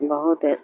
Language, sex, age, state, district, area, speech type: Urdu, female, 60+, Bihar, Supaul, rural, spontaneous